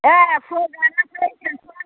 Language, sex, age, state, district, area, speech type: Bodo, female, 60+, Assam, Chirang, rural, conversation